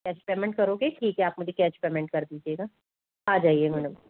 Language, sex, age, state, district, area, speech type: Hindi, female, 60+, Rajasthan, Jaipur, urban, conversation